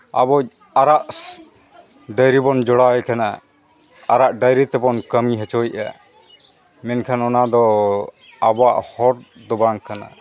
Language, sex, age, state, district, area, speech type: Santali, male, 45-60, Jharkhand, East Singhbhum, rural, spontaneous